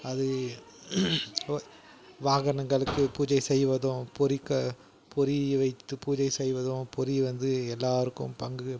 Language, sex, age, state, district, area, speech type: Tamil, male, 45-60, Tamil Nadu, Krishnagiri, rural, spontaneous